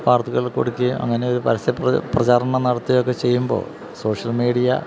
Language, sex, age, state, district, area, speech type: Malayalam, male, 45-60, Kerala, Kottayam, urban, spontaneous